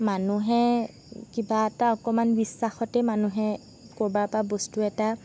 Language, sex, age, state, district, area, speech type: Assamese, female, 18-30, Assam, Sonitpur, rural, spontaneous